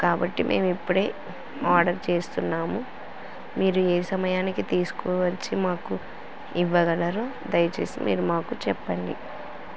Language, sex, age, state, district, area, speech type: Telugu, female, 18-30, Andhra Pradesh, Kurnool, rural, spontaneous